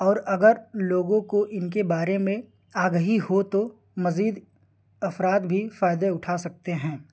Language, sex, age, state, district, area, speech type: Urdu, male, 18-30, Delhi, New Delhi, rural, spontaneous